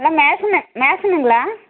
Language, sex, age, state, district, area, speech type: Tamil, female, 60+, Tamil Nadu, Erode, urban, conversation